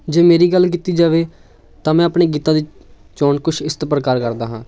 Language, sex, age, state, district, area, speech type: Punjabi, male, 18-30, Punjab, Amritsar, urban, spontaneous